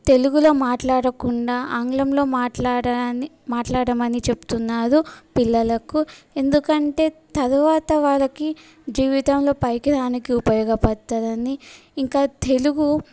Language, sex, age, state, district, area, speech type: Telugu, female, 18-30, Telangana, Yadadri Bhuvanagiri, urban, spontaneous